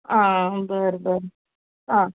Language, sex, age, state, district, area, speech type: Goan Konkani, female, 18-30, Goa, Canacona, rural, conversation